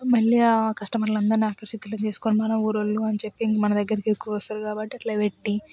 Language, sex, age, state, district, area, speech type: Telugu, female, 18-30, Telangana, Hyderabad, urban, spontaneous